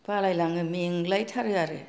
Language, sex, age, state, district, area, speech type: Bodo, female, 60+, Assam, Kokrajhar, rural, spontaneous